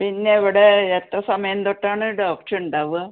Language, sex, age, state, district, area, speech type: Malayalam, female, 60+, Kerala, Malappuram, rural, conversation